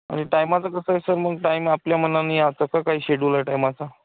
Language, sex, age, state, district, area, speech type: Marathi, male, 30-45, Maharashtra, Gadchiroli, rural, conversation